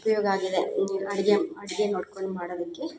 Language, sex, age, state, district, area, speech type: Kannada, female, 30-45, Karnataka, Chikkamagaluru, rural, spontaneous